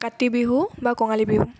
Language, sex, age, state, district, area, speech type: Assamese, female, 18-30, Assam, Tinsukia, urban, spontaneous